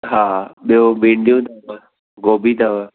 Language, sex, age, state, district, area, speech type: Sindhi, male, 18-30, Maharashtra, Thane, urban, conversation